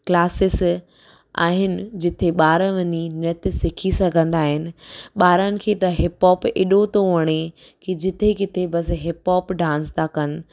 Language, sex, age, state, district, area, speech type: Sindhi, female, 18-30, Gujarat, Surat, urban, spontaneous